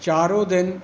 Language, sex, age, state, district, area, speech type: Punjabi, male, 60+, Punjab, Rupnagar, rural, spontaneous